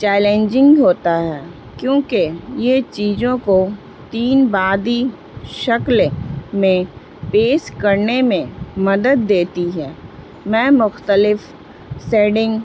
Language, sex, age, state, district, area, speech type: Urdu, female, 18-30, Bihar, Gaya, urban, spontaneous